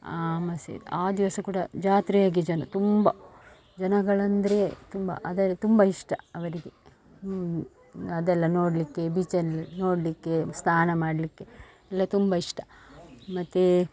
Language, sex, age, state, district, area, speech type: Kannada, female, 45-60, Karnataka, Dakshina Kannada, rural, spontaneous